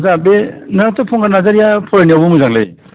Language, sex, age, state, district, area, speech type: Bodo, male, 60+, Assam, Kokrajhar, rural, conversation